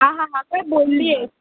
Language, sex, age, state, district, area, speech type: Marathi, female, 18-30, Maharashtra, Mumbai City, urban, conversation